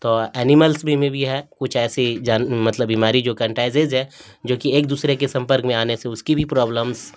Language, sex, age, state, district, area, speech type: Urdu, male, 60+, Bihar, Darbhanga, rural, spontaneous